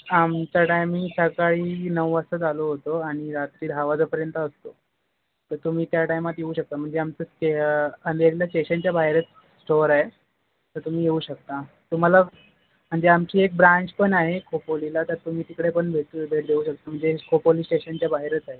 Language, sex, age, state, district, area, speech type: Marathi, male, 18-30, Maharashtra, Ratnagiri, urban, conversation